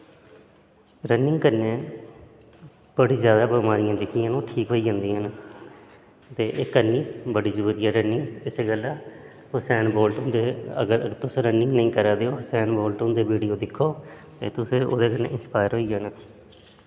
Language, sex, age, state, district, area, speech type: Dogri, male, 30-45, Jammu and Kashmir, Udhampur, urban, spontaneous